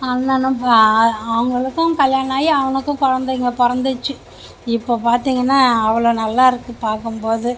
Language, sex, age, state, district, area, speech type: Tamil, female, 60+, Tamil Nadu, Mayiladuthurai, rural, spontaneous